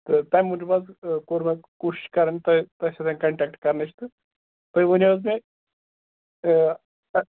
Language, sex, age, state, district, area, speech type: Kashmiri, male, 18-30, Jammu and Kashmir, Budgam, rural, conversation